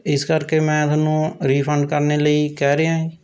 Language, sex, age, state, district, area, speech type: Punjabi, male, 30-45, Punjab, Rupnagar, rural, spontaneous